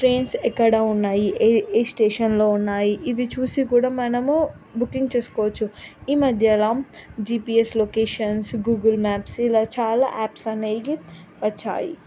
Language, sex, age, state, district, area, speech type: Telugu, female, 30-45, Telangana, Siddipet, urban, spontaneous